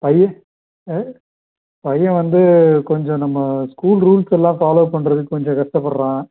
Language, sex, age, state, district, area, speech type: Tamil, male, 30-45, Tamil Nadu, Pudukkottai, rural, conversation